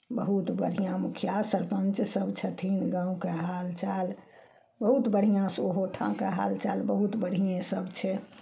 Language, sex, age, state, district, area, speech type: Maithili, female, 60+, Bihar, Samastipur, rural, spontaneous